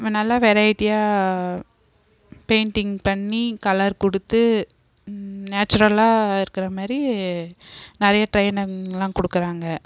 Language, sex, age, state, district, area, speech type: Tamil, female, 30-45, Tamil Nadu, Kallakurichi, rural, spontaneous